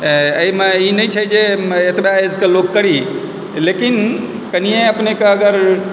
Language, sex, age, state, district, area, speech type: Maithili, male, 45-60, Bihar, Supaul, urban, spontaneous